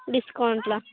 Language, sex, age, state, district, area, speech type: Telugu, female, 60+, Andhra Pradesh, Srikakulam, urban, conversation